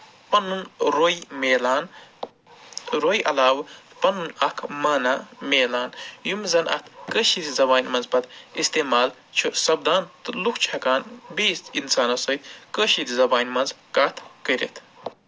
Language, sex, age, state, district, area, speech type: Kashmiri, male, 45-60, Jammu and Kashmir, Ganderbal, urban, spontaneous